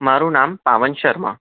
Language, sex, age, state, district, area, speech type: Gujarati, male, 18-30, Gujarat, Anand, urban, conversation